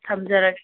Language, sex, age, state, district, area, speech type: Manipuri, female, 60+, Manipur, Thoubal, rural, conversation